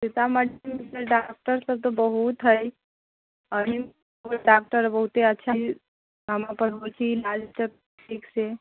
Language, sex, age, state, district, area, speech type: Maithili, female, 30-45, Bihar, Sitamarhi, rural, conversation